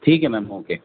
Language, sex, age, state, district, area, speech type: Urdu, male, 30-45, Delhi, Central Delhi, urban, conversation